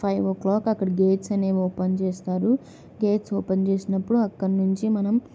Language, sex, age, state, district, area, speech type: Telugu, female, 18-30, Andhra Pradesh, Kadapa, urban, spontaneous